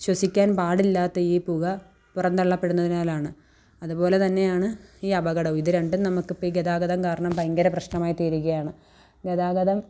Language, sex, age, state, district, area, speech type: Malayalam, female, 18-30, Kerala, Kollam, urban, spontaneous